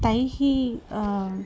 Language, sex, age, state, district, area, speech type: Sanskrit, female, 30-45, Andhra Pradesh, Krishna, urban, spontaneous